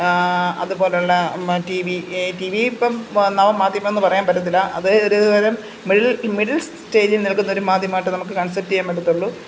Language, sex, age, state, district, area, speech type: Malayalam, female, 45-60, Kerala, Pathanamthitta, rural, spontaneous